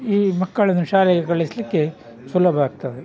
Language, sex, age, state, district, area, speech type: Kannada, male, 60+, Karnataka, Udupi, rural, spontaneous